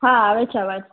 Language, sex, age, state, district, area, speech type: Gujarati, female, 30-45, Gujarat, Anand, rural, conversation